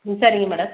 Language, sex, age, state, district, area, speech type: Tamil, female, 30-45, Tamil Nadu, Thoothukudi, urban, conversation